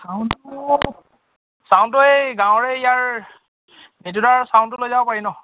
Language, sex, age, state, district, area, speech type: Assamese, male, 30-45, Assam, Biswanath, rural, conversation